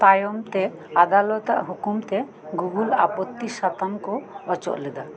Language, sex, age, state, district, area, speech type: Santali, female, 45-60, West Bengal, Birbhum, rural, read